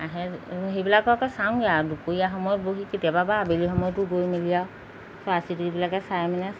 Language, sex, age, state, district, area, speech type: Assamese, female, 45-60, Assam, Golaghat, urban, spontaneous